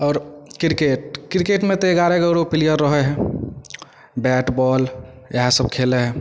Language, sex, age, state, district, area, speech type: Maithili, male, 18-30, Bihar, Samastipur, rural, spontaneous